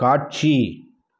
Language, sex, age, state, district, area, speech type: Tamil, male, 30-45, Tamil Nadu, Krishnagiri, urban, read